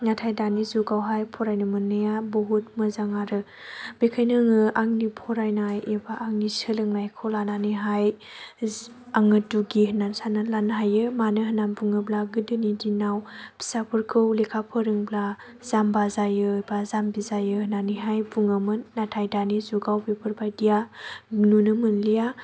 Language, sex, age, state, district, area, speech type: Bodo, female, 18-30, Assam, Chirang, rural, spontaneous